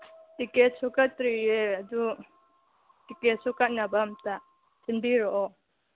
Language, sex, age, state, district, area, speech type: Manipuri, female, 30-45, Manipur, Churachandpur, rural, conversation